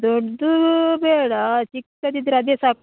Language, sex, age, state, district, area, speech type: Kannada, female, 45-60, Karnataka, Dakshina Kannada, rural, conversation